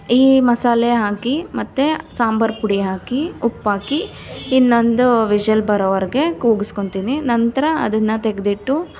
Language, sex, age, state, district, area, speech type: Kannada, female, 18-30, Karnataka, Chamarajanagar, rural, spontaneous